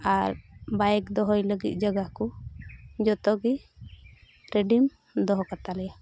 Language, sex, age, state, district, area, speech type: Santali, female, 30-45, Jharkhand, Pakur, rural, spontaneous